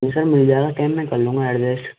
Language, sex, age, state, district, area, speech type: Hindi, male, 18-30, Rajasthan, Karauli, rural, conversation